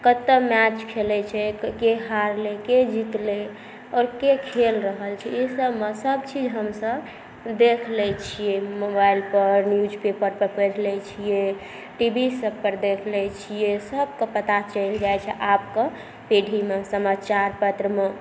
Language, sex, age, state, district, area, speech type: Maithili, female, 18-30, Bihar, Saharsa, rural, spontaneous